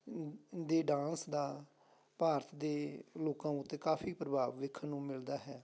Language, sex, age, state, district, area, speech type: Punjabi, male, 30-45, Punjab, Amritsar, urban, spontaneous